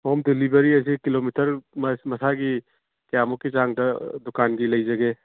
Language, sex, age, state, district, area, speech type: Manipuri, male, 45-60, Manipur, Churachandpur, rural, conversation